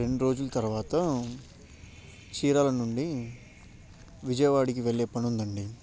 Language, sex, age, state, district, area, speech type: Telugu, male, 18-30, Andhra Pradesh, Bapatla, urban, spontaneous